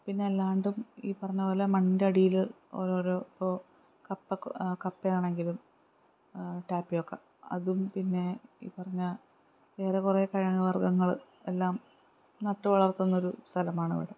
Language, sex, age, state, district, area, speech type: Malayalam, female, 30-45, Kerala, Palakkad, rural, spontaneous